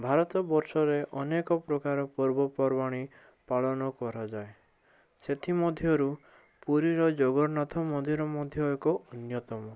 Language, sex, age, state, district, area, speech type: Odia, male, 18-30, Odisha, Bhadrak, rural, spontaneous